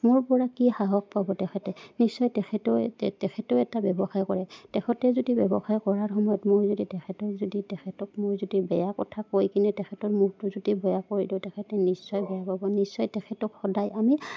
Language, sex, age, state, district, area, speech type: Assamese, female, 30-45, Assam, Udalguri, rural, spontaneous